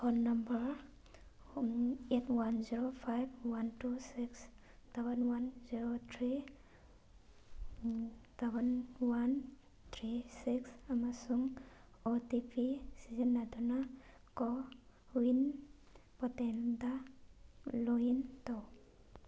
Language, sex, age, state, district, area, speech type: Manipuri, female, 18-30, Manipur, Thoubal, rural, read